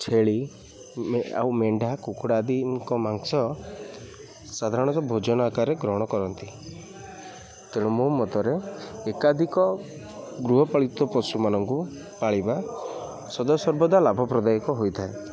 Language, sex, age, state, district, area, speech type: Odia, male, 18-30, Odisha, Kendrapara, urban, spontaneous